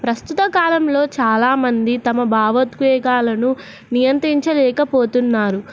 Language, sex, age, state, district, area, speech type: Telugu, female, 18-30, Telangana, Nizamabad, urban, spontaneous